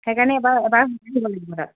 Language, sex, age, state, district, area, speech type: Assamese, female, 18-30, Assam, Lakhimpur, rural, conversation